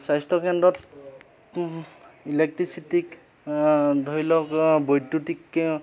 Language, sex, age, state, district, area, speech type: Assamese, male, 30-45, Assam, Dhemaji, urban, spontaneous